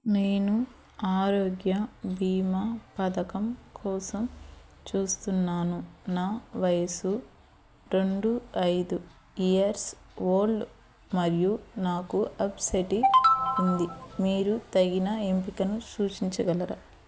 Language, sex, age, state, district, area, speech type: Telugu, female, 30-45, Andhra Pradesh, Eluru, urban, read